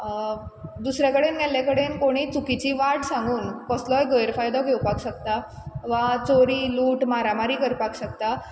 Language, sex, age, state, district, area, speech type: Goan Konkani, female, 18-30, Goa, Quepem, rural, spontaneous